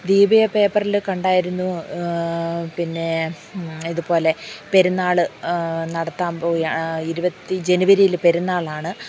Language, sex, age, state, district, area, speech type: Malayalam, female, 45-60, Kerala, Thiruvananthapuram, urban, spontaneous